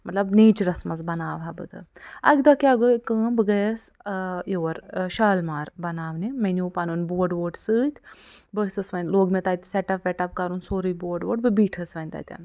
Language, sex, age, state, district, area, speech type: Kashmiri, female, 45-60, Jammu and Kashmir, Budgam, rural, spontaneous